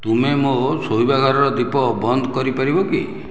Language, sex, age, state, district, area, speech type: Odia, male, 60+, Odisha, Khordha, rural, read